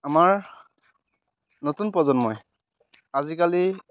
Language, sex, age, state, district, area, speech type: Assamese, male, 18-30, Assam, Majuli, urban, spontaneous